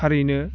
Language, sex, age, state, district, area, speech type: Bodo, male, 18-30, Assam, Udalguri, urban, spontaneous